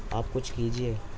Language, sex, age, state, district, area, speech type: Urdu, male, 18-30, Delhi, East Delhi, rural, spontaneous